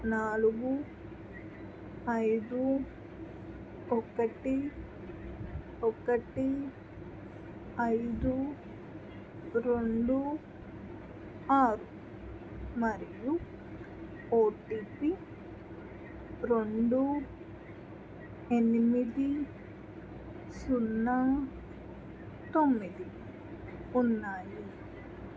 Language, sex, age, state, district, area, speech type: Telugu, female, 18-30, Andhra Pradesh, Krishna, rural, read